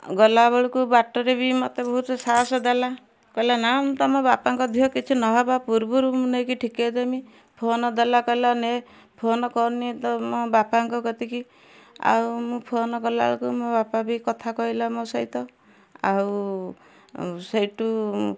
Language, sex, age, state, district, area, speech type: Odia, female, 60+, Odisha, Kendujhar, urban, spontaneous